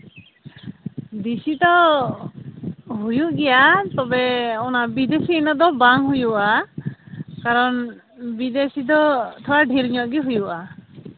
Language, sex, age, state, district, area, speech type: Santali, female, 18-30, West Bengal, Malda, rural, conversation